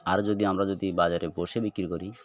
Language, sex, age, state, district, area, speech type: Bengali, male, 45-60, West Bengal, Birbhum, urban, spontaneous